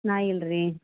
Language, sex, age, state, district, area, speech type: Kannada, female, 30-45, Karnataka, Gulbarga, urban, conversation